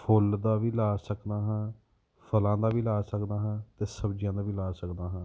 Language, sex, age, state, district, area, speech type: Punjabi, male, 30-45, Punjab, Gurdaspur, rural, spontaneous